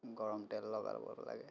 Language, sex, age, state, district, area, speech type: Assamese, male, 30-45, Assam, Biswanath, rural, spontaneous